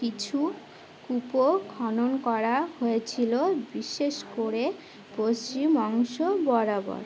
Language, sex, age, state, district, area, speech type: Bengali, female, 18-30, West Bengal, Uttar Dinajpur, urban, read